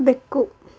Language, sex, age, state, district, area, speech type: Kannada, female, 18-30, Karnataka, Davanagere, rural, read